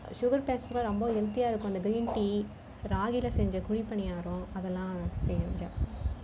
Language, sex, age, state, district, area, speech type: Tamil, female, 30-45, Tamil Nadu, Cuddalore, rural, spontaneous